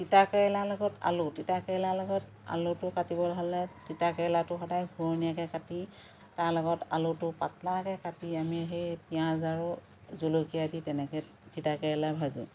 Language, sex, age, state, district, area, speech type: Assamese, female, 45-60, Assam, Lakhimpur, rural, spontaneous